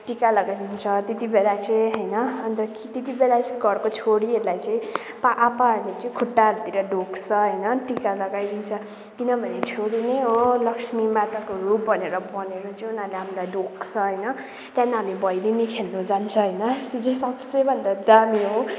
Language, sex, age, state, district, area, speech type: Nepali, male, 30-45, West Bengal, Kalimpong, rural, spontaneous